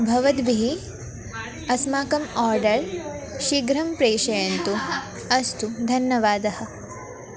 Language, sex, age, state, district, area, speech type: Sanskrit, female, 18-30, West Bengal, Jalpaiguri, urban, spontaneous